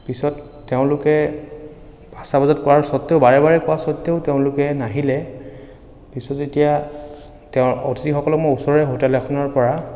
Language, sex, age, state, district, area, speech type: Assamese, male, 30-45, Assam, Sonitpur, rural, spontaneous